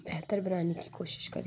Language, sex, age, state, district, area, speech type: Urdu, female, 18-30, Uttar Pradesh, Lucknow, rural, spontaneous